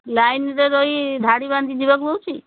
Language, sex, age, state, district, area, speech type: Odia, female, 60+, Odisha, Sambalpur, rural, conversation